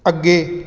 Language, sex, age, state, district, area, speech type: Punjabi, male, 30-45, Punjab, Kapurthala, urban, read